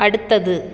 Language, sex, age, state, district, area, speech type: Tamil, female, 30-45, Tamil Nadu, Tiruppur, urban, read